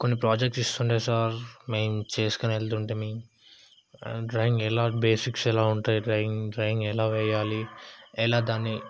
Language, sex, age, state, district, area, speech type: Telugu, male, 18-30, Telangana, Yadadri Bhuvanagiri, urban, spontaneous